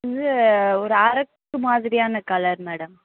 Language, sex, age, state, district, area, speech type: Tamil, female, 18-30, Tamil Nadu, Madurai, urban, conversation